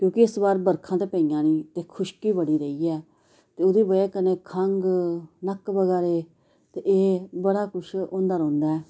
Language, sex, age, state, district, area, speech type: Dogri, female, 30-45, Jammu and Kashmir, Samba, urban, spontaneous